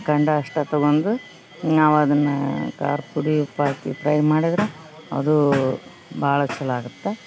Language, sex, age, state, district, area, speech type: Kannada, female, 30-45, Karnataka, Koppal, urban, spontaneous